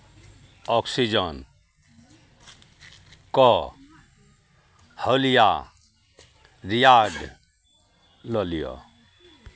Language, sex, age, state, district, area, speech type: Maithili, male, 60+, Bihar, Araria, rural, read